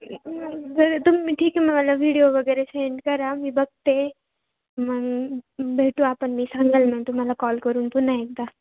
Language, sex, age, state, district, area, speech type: Marathi, female, 18-30, Maharashtra, Ahmednagar, rural, conversation